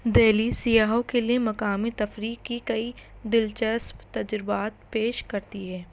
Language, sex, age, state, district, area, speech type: Urdu, female, 18-30, Delhi, North East Delhi, urban, spontaneous